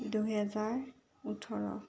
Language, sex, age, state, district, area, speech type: Assamese, female, 18-30, Assam, Jorhat, urban, spontaneous